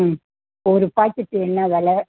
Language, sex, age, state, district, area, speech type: Tamil, female, 60+, Tamil Nadu, Vellore, rural, conversation